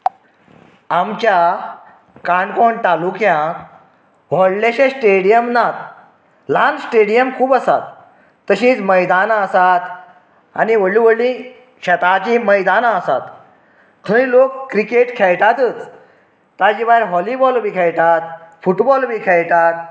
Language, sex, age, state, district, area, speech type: Goan Konkani, male, 45-60, Goa, Canacona, rural, spontaneous